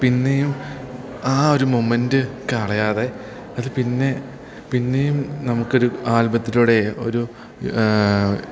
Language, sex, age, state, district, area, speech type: Malayalam, male, 18-30, Kerala, Idukki, rural, spontaneous